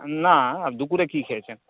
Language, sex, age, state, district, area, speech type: Bengali, male, 45-60, West Bengal, Dakshin Dinajpur, rural, conversation